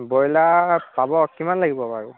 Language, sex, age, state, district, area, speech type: Assamese, male, 18-30, Assam, Sivasagar, rural, conversation